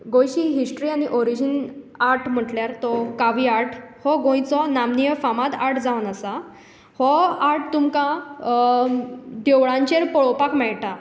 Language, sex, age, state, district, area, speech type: Goan Konkani, female, 18-30, Goa, Tiswadi, rural, spontaneous